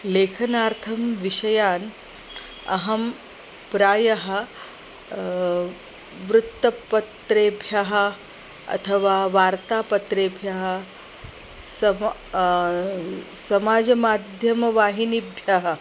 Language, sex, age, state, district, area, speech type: Sanskrit, female, 45-60, Maharashtra, Nagpur, urban, spontaneous